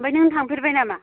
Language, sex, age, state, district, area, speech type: Bodo, female, 30-45, Assam, Baksa, rural, conversation